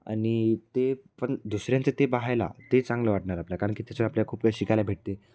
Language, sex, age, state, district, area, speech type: Marathi, male, 18-30, Maharashtra, Nanded, rural, spontaneous